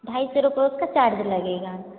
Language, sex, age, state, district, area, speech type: Hindi, female, 45-60, Madhya Pradesh, Hoshangabad, rural, conversation